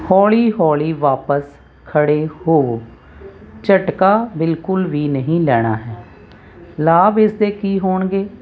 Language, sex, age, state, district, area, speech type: Punjabi, female, 45-60, Punjab, Hoshiarpur, urban, spontaneous